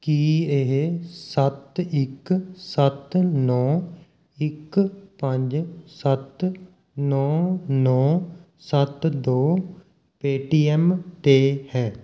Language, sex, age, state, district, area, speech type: Punjabi, male, 30-45, Punjab, Mohali, rural, read